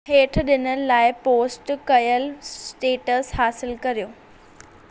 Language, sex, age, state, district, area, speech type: Sindhi, female, 18-30, Maharashtra, Thane, urban, read